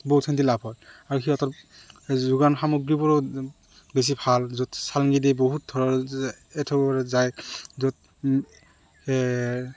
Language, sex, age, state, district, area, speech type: Assamese, male, 30-45, Assam, Morigaon, rural, spontaneous